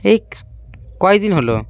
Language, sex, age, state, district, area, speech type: Bengali, male, 18-30, West Bengal, Cooch Behar, urban, spontaneous